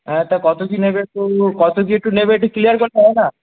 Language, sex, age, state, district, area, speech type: Bengali, male, 18-30, West Bengal, Darjeeling, urban, conversation